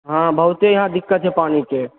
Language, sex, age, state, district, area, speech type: Maithili, male, 18-30, Bihar, Purnia, rural, conversation